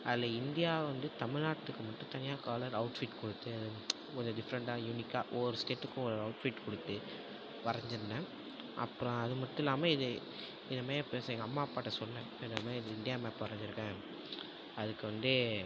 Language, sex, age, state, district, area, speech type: Tamil, male, 18-30, Tamil Nadu, Tiruvarur, urban, spontaneous